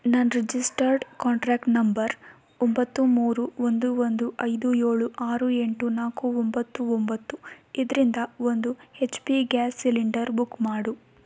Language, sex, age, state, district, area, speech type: Kannada, female, 18-30, Karnataka, Tumkur, rural, read